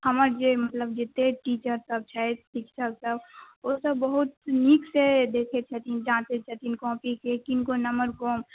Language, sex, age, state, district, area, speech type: Maithili, female, 18-30, Bihar, Madhubani, urban, conversation